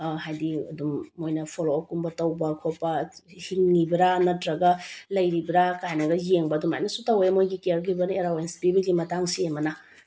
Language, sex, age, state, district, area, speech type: Manipuri, female, 30-45, Manipur, Bishnupur, rural, spontaneous